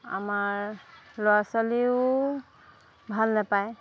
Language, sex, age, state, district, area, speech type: Assamese, female, 30-45, Assam, Golaghat, urban, spontaneous